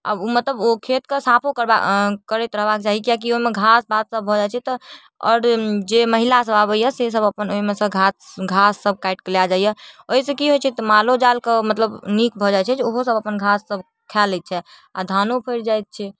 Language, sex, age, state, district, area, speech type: Maithili, female, 18-30, Bihar, Darbhanga, rural, spontaneous